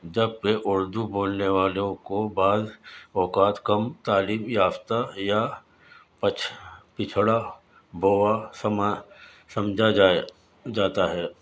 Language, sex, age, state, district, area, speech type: Urdu, male, 60+, Delhi, Central Delhi, urban, spontaneous